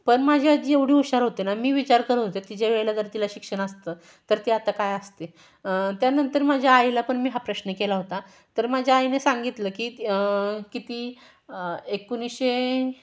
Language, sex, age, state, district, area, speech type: Marathi, female, 18-30, Maharashtra, Satara, urban, spontaneous